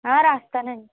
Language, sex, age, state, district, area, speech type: Telugu, female, 18-30, Andhra Pradesh, Konaseema, rural, conversation